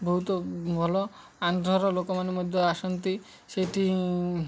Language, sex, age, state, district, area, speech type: Odia, male, 45-60, Odisha, Malkangiri, urban, spontaneous